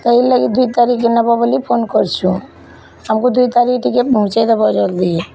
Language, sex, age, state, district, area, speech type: Odia, female, 30-45, Odisha, Bargarh, urban, spontaneous